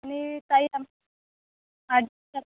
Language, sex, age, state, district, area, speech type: Marathi, female, 18-30, Maharashtra, Thane, rural, conversation